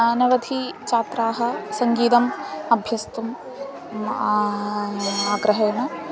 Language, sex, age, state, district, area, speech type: Sanskrit, female, 18-30, Kerala, Thrissur, rural, spontaneous